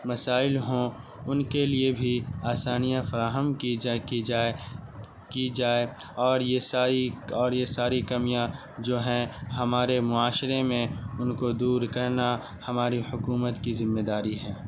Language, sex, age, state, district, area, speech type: Urdu, male, 18-30, Bihar, Saharsa, rural, spontaneous